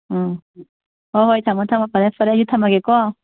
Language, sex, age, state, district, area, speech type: Manipuri, female, 30-45, Manipur, Bishnupur, rural, conversation